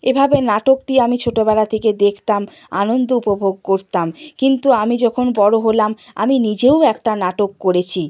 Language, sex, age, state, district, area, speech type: Bengali, female, 60+, West Bengal, Purba Medinipur, rural, spontaneous